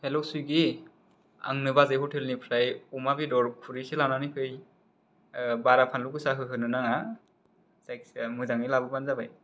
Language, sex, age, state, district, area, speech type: Bodo, male, 18-30, Assam, Chirang, urban, spontaneous